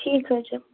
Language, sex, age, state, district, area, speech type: Kashmiri, female, 18-30, Jammu and Kashmir, Bandipora, rural, conversation